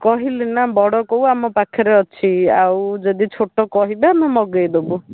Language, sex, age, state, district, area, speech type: Odia, female, 60+, Odisha, Ganjam, urban, conversation